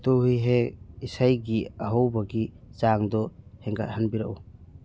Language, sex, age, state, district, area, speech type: Manipuri, male, 30-45, Manipur, Churachandpur, rural, read